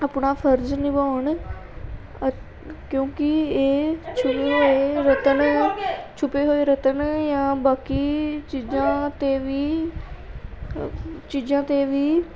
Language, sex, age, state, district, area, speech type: Punjabi, female, 18-30, Punjab, Pathankot, urban, spontaneous